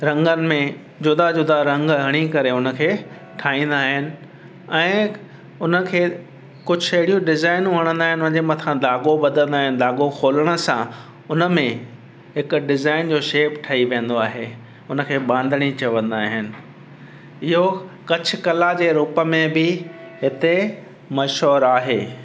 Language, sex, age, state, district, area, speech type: Sindhi, male, 45-60, Gujarat, Kutch, urban, spontaneous